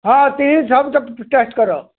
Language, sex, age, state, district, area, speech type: Odia, male, 60+, Odisha, Bargarh, urban, conversation